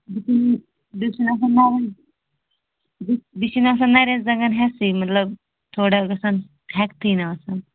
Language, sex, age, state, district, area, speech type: Kashmiri, female, 18-30, Jammu and Kashmir, Anantnag, rural, conversation